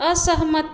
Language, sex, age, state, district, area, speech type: Maithili, female, 30-45, Bihar, Madhubani, urban, read